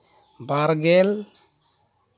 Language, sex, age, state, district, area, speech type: Santali, male, 30-45, West Bengal, Jhargram, rural, spontaneous